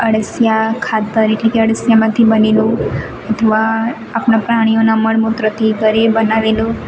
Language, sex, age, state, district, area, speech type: Gujarati, female, 18-30, Gujarat, Narmada, rural, spontaneous